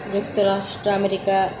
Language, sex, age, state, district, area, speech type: Odia, female, 30-45, Odisha, Sundergarh, urban, spontaneous